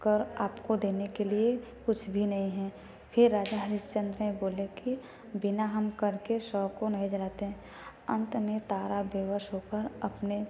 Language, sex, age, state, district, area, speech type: Hindi, female, 18-30, Uttar Pradesh, Varanasi, rural, spontaneous